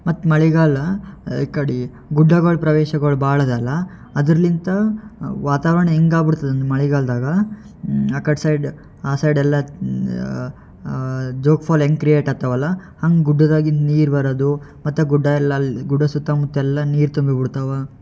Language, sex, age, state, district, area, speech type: Kannada, male, 18-30, Karnataka, Yadgir, urban, spontaneous